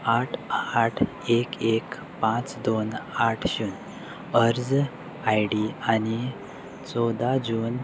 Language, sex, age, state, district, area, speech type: Goan Konkani, male, 18-30, Goa, Salcete, rural, read